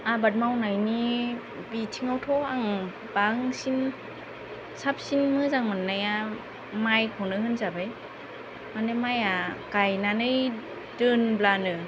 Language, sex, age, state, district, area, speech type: Bodo, female, 30-45, Assam, Kokrajhar, rural, spontaneous